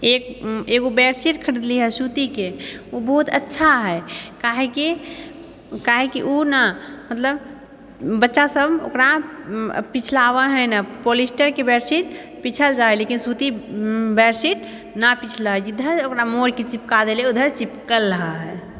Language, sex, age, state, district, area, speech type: Maithili, female, 30-45, Bihar, Purnia, rural, spontaneous